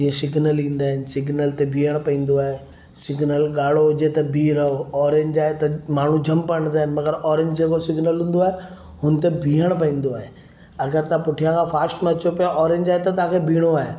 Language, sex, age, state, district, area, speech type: Sindhi, male, 30-45, Maharashtra, Mumbai Suburban, urban, spontaneous